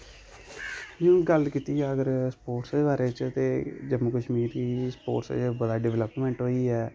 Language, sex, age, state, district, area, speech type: Dogri, male, 18-30, Jammu and Kashmir, Samba, urban, spontaneous